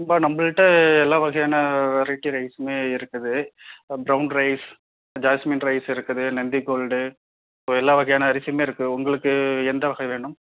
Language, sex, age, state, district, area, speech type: Tamil, male, 30-45, Tamil Nadu, Tiruvarur, rural, conversation